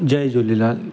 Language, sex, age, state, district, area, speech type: Sindhi, male, 18-30, Gujarat, Surat, urban, spontaneous